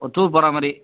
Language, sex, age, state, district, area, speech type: Tamil, male, 30-45, Tamil Nadu, Chengalpattu, rural, conversation